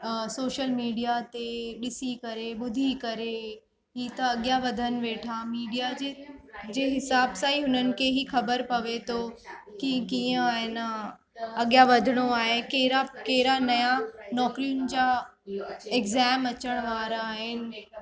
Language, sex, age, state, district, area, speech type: Sindhi, female, 45-60, Uttar Pradesh, Lucknow, rural, spontaneous